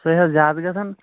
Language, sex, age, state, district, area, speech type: Kashmiri, male, 18-30, Jammu and Kashmir, Kulgam, urban, conversation